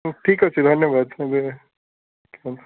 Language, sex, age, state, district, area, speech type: Odia, male, 18-30, Odisha, Puri, urban, conversation